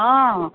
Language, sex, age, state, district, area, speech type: Assamese, female, 60+, Assam, Golaghat, urban, conversation